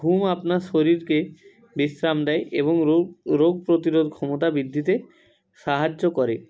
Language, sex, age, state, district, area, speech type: Bengali, male, 30-45, West Bengal, Purba Medinipur, rural, spontaneous